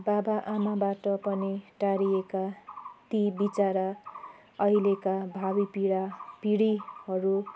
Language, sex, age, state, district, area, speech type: Nepali, female, 45-60, West Bengal, Jalpaiguri, rural, spontaneous